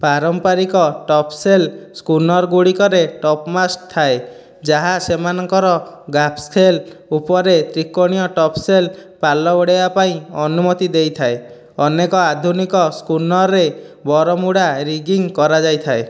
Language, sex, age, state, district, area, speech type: Odia, male, 18-30, Odisha, Dhenkanal, rural, read